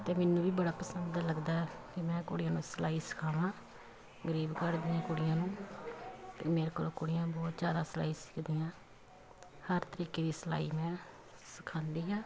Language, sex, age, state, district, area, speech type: Punjabi, female, 30-45, Punjab, Pathankot, rural, spontaneous